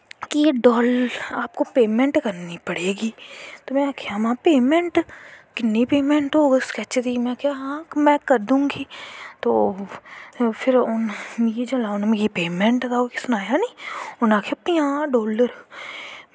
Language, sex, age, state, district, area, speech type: Dogri, female, 18-30, Jammu and Kashmir, Kathua, rural, spontaneous